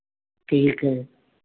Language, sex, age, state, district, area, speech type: Hindi, female, 60+, Uttar Pradesh, Varanasi, rural, conversation